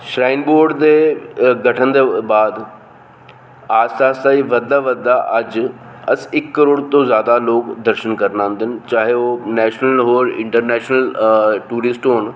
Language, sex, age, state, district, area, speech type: Dogri, male, 45-60, Jammu and Kashmir, Reasi, urban, spontaneous